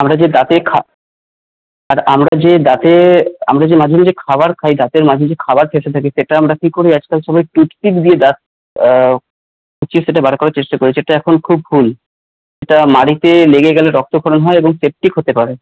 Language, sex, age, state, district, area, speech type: Bengali, male, 30-45, West Bengal, Paschim Bardhaman, urban, conversation